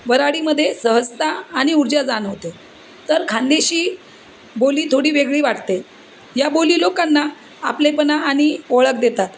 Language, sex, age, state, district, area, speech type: Marathi, female, 45-60, Maharashtra, Jalna, urban, spontaneous